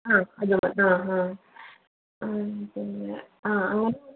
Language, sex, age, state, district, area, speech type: Malayalam, female, 18-30, Kerala, Wayanad, rural, conversation